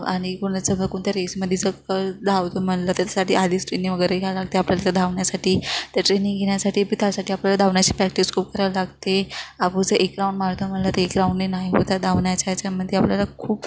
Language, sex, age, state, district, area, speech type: Marathi, female, 30-45, Maharashtra, Wardha, rural, spontaneous